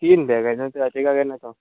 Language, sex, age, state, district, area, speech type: Goan Konkani, male, 18-30, Goa, Murmgao, rural, conversation